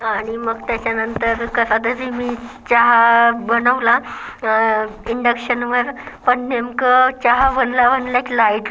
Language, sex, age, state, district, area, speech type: Marathi, female, 30-45, Maharashtra, Nagpur, urban, spontaneous